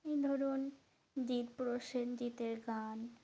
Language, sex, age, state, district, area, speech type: Bengali, female, 45-60, West Bengal, North 24 Parganas, rural, spontaneous